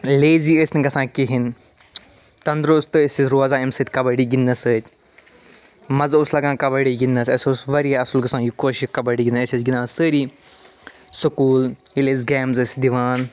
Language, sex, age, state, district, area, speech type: Kashmiri, male, 45-60, Jammu and Kashmir, Ganderbal, urban, spontaneous